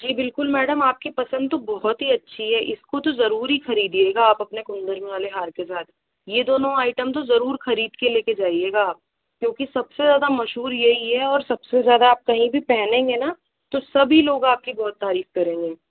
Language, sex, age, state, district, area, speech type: Hindi, female, 45-60, Rajasthan, Jaipur, urban, conversation